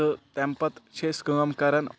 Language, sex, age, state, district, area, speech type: Kashmiri, male, 18-30, Jammu and Kashmir, Kulgam, urban, spontaneous